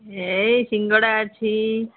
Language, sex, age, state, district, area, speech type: Odia, female, 45-60, Odisha, Angul, rural, conversation